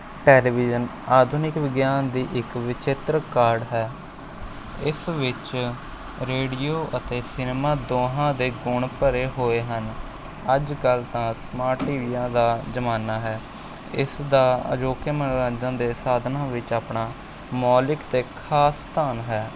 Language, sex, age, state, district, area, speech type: Punjabi, male, 18-30, Punjab, Rupnagar, urban, spontaneous